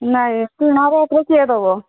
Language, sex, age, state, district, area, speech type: Odia, female, 60+, Odisha, Angul, rural, conversation